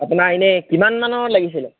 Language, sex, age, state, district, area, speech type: Assamese, male, 18-30, Assam, Sivasagar, urban, conversation